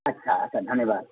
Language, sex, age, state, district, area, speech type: Maithili, male, 60+, Bihar, Madhubani, urban, conversation